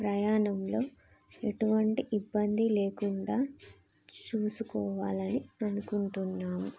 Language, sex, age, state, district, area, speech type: Telugu, female, 30-45, Telangana, Jagtial, rural, spontaneous